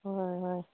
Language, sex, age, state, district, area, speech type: Manipuri, female, 18-30, Manipur, Kangpokpi, urban, conversation